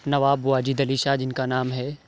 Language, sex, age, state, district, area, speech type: Urdu, male, 30-45, Uttar Pradesh, Lucknow, rural, spontaneous